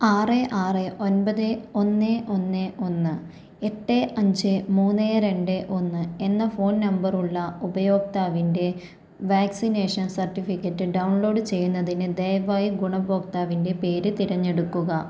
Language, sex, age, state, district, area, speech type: Malayalam, female, 45-60, Kerala, Kozhikode, urban, read